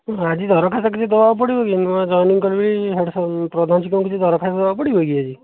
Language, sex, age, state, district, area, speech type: Odia, male, 45-60, Odisha, Jajpur, rural, conversation